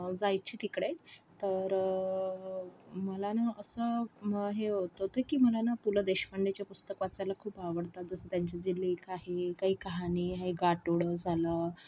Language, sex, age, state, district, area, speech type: Marathi, female, 45-60, Maharashtra, Yavatmal, rural, spontaneous